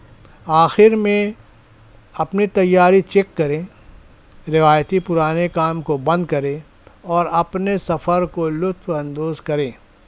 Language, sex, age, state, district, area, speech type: Urdu, male, 30-45, Maharashtra, Nashik, urban, spontaneous